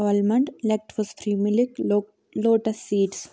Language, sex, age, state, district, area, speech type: Kashmiri, female, 60+, Jammu and Kashmir, Ganderbal, urban, spontaneous